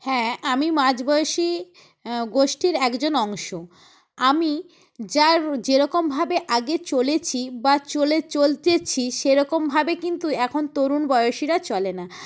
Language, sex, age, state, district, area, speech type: Bengali, female, 45-60, West Bengal, Purba Medinipur, rural, spontaneous